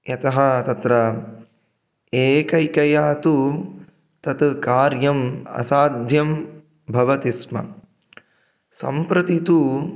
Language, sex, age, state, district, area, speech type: Sanskrit, male, 18-30, Karnataka, Chikkamagaluru, rural, spontaneous